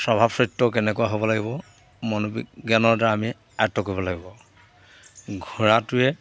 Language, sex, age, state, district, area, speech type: Assamese, male, 45-60, Assam, Dhemaji, urban, spontaneous